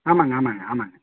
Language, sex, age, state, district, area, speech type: Tamil, male, 30-45, Tamil Nadu, Virudhunagar, rural, conversation